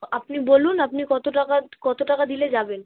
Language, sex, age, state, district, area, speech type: Bengali, female, 18-30, West Bengal, Alipurduar, rural, conversation